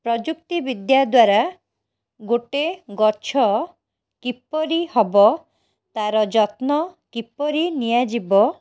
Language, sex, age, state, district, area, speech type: Odia, female, 30-45, Odisha, Cuttack, urban, spontaneous